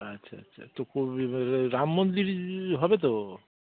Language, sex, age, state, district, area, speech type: Bengali, male, 45-60, West Bengal, Dakshin Dinajpur, rural, conversation